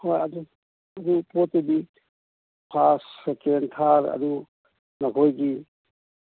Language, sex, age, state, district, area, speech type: Manipuri, male, 60+, Manipur, Imphal East, urban, conversation